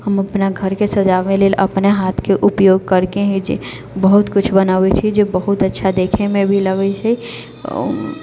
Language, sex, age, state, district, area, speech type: Maithili, female, 18-30, Bihar, Sitamarhi, rural, spontaneous